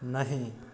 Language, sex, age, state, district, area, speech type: Maithili, male, 18-30, Bihar, Darbhanga, rural, read